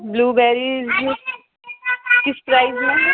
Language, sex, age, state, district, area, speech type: Urdu, female, 30-45, Delhi, East Delhi, urban, conversation